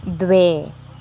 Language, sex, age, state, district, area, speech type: Sanskrit, female, 18-30, Maharashtra, Thane, urban, read